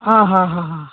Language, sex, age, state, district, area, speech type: Kannada, female, 60+, Karnataka, Mandya, rural, conversation